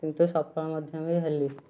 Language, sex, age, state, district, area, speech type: Odia, male, 18-30, Odisha, Kendujhar, urban, spontaneous